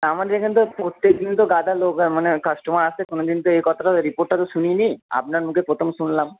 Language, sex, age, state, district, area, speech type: Bengali, male, 30-45, West Bengal, Purba Bardhaman, urban, conversation